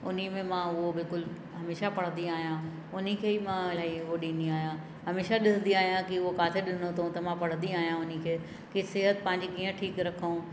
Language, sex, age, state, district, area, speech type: Sindhi, female, 60+, Uttar Pradesh, Lucknow, rural, spontaneous